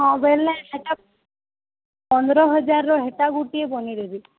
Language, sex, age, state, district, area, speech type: Odia, female, 18-30, Odisha, Balangir, urban, conversation